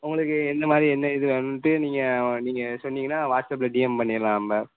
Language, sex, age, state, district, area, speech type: Tamil, male, 18-30, Tamil Nadu, Tirunelveli, rural, conversation